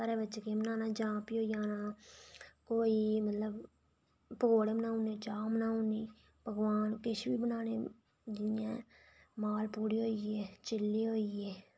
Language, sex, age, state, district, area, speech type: Dogri, female, 18-30, Jammu and Kashmir, Reasi, rural, spontaneous